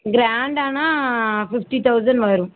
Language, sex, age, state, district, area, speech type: Tamil, female, 18-30, Tamil Nadu, Thoothukudi, urban, conversation